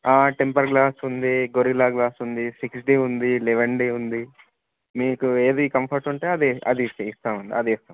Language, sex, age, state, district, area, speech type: Telugu, male, 18-30, Telangana, Ranga Reddy, urban, conversation